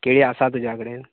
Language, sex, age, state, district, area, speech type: Goan Konkani, male, 30-45, Goa, Canacona, rural, conversation